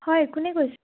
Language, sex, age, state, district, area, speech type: Assamese, female, 18-30, Assam, Majuli, urban, conversation